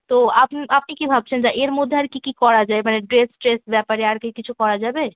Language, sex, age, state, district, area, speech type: Bengali, female, 18-30, West Bengal, Malda, rural, conversation